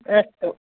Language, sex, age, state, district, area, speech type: Sanskrit, female, 45-60, Karnataka, Dakshina Kannada, rural, conversation